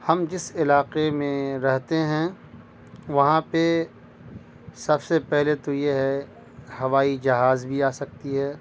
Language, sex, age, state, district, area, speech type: Urdu, male, 30-45, Bihar, Madhubani, rural, spontaneous